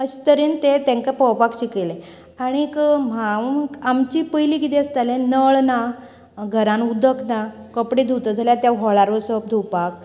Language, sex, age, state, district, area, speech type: Goan Konkani, female, 45-60, Goa, Canacona, rural, spontaneous